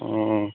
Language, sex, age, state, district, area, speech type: Tamil, male, 45-60, Tamil Nadu, Virudhunagar, rural, conversation